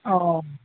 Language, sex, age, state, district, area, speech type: Bodo, male, 45-60, Assam, Baksa, urban, conversation